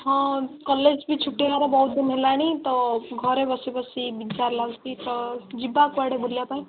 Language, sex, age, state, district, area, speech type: Odia, female, 18-30, Odisha, Ganjam, urban, conversation